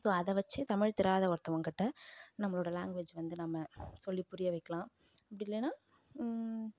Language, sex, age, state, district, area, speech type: Tamil, female, 18-30, Tamil Nadu, Kallakurichi, rural, spontaneous